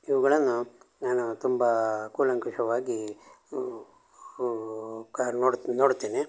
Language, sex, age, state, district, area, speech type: Kannada, male, 60+, Karnataka, Shimoga, rural, spontaneous